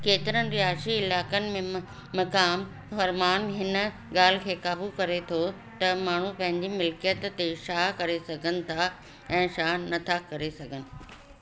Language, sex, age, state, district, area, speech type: Sindhi, female, 60+, Delhi, South Delhi, urban, read